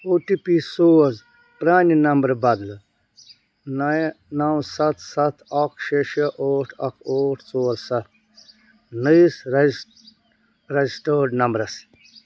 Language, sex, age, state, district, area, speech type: Kashmiri, other, 45-60, Jammu and Kashmir, Bandipora, rural, read